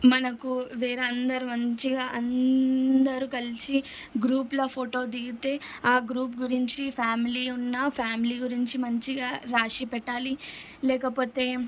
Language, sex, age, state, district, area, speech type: Telugu, female, 18-30, Telangana, Ranga Reddy, urban, spontaneous